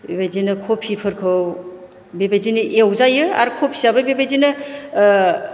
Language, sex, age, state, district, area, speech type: Bodo, female, 45-60, Assam, Chirang, rural, spontaneous